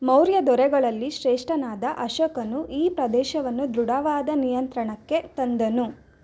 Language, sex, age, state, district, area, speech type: Kannada, female, 18-30, Karnataka, Mysore, urban, read